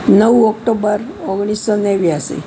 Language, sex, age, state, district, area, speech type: Gujarati, female, 60+, Gujarat, Kheda, rural, spontaneous